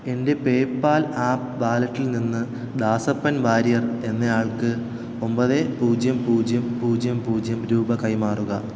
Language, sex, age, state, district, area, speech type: Malayalam, male, 18-30, Kerala, Thiruvananthapuram, rural, read